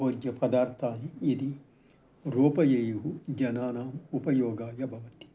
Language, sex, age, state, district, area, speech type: Sanskrit, male, 60+, Karnataka, Bangalore Urban, urban, spontaneous